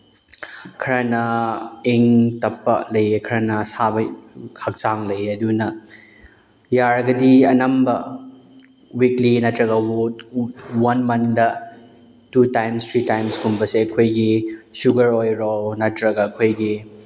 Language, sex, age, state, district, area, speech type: Manipuri, male, 18-30, Manipur, Chandel, rural, spontaneous